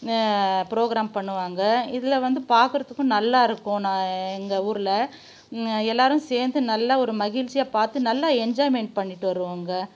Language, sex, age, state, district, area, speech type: Tamil, female, 45-60, Tamil Nadu, Krishnagiri, rural, spontaneous